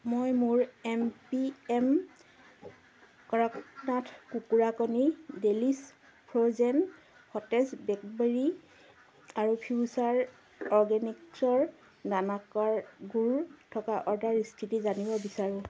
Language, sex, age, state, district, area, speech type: Assamese, female, 45-60, Assam, Dibrugarh, rural, read